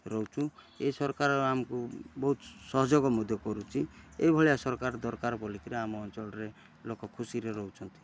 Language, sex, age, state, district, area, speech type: Odia, male, 30-45, Odisha, Kalahandi, rural, spontaneous